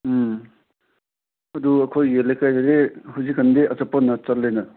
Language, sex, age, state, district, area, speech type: Manipuri, male, 18-30, Manipur, Senapati, rural, conversation